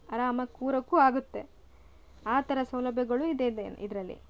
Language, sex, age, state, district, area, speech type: Kannada, female, 30-45, Karnataka, Shimoga, rural, spontaneous